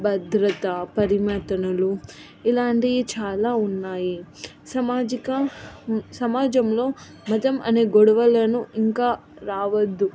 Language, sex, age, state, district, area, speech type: Telugu, female, 30-45, Telangana, Siddipet, urban, spontaneous